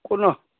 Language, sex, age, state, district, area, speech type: Maithili, male, 45-60, Bihar, Saharsa, rural, conversation